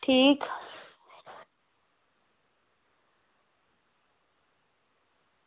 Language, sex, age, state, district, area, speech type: Dogri, female, 18-30, Jammu and Kashmir, Udhampur, rural, conversation